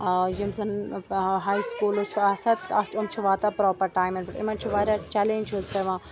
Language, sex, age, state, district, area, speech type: Kashmiri, female, 18-30, Jammu and Kashmir, Bandipora, rural, spontaneous